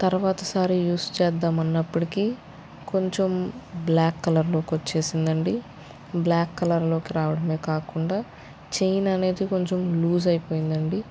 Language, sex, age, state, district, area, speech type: Telugu, female, 45-60, Andhra Pradesh, West Godavari, rural, spontaneous